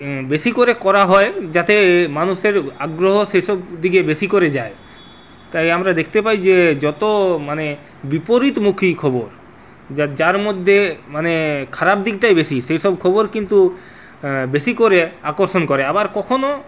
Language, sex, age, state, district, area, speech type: Bengali, male, 45-60, West Bengal, Purulia, urban, spontaneous